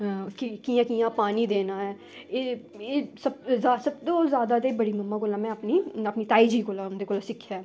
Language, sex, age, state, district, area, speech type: Dogri, female, 18-30, Jammu and Kashmir, Samba, rural, spontaneous